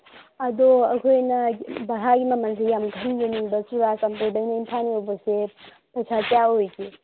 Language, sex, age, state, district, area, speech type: Manipuri, female, 30-45, Manipur, Churachandpur, urban, conversation